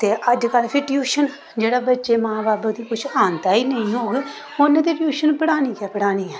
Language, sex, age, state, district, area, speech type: Dogri, female, 30-45, Jammu and Kashmir, Samba, rural, spontaneous